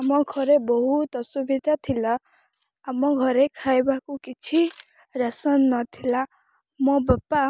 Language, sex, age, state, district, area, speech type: Odia, female, 18-30, Odisha, Rayagada, rural, spontaneous